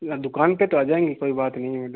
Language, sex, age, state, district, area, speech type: Hindi, male, 18-30, Rajasthan, Ajmer, urban, conversation